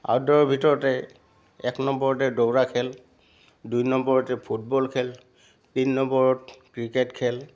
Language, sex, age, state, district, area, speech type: Assamese, male, 60+, Assam, Biswanath, rural, spontaneous